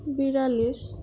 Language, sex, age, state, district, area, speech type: Assamese, female, 18-30, Assam, Sonitpur, rural, spontaneous